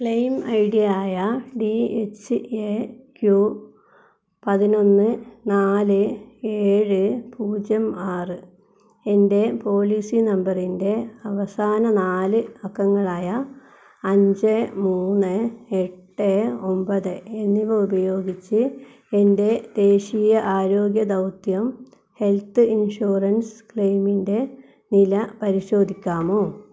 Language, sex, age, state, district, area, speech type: Malayalam, female, 60+, Kerala, Wayanad, rural, read